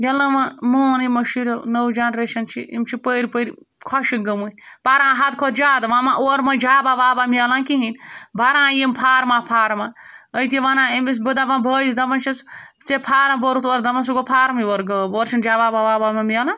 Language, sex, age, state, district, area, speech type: Kashmiri, female, 45-60, Jammu and Kashmir, Ganderbal, rural, spontaneous